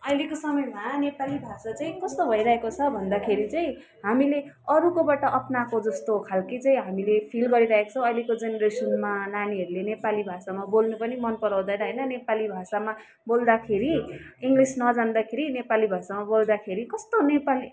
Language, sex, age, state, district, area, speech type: Nepali, female, 30-45, West Bengal, Kalimpong, rural, spontaneous